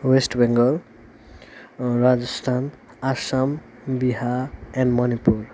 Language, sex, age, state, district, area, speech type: Nepali, male, 18-30, West Bengal, Darjeeling, rural, spontaneous